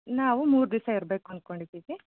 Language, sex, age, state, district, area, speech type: Kannada, female, 45-60, Karnataka, Chitradurga, rural, conversation